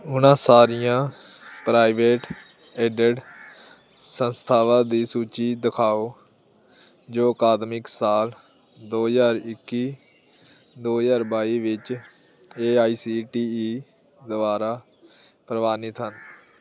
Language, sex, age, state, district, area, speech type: Punjabi, male, 18-30, Punjab, Hoshiarpur, rural, read